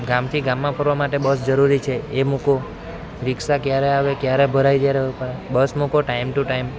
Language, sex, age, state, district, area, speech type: Gujarati, male, 18-30, Gujarat, Valsad, rural, spontaneous